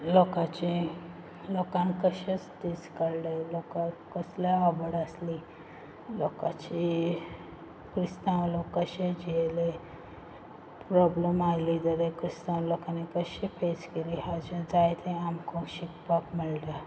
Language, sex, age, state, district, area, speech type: Goan Konkani, female, 18-30, Goa, Quepem, rural, spontaneous